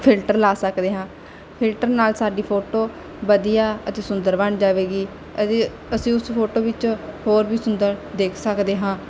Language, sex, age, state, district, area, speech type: Punjabi, female, 18-30, Punjab, Barnala, urban, spontaneous